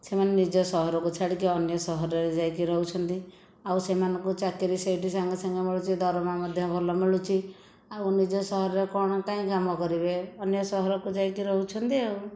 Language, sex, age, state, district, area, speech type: Odia, female, 60+, Odisha, Khordha, rural, spontaneous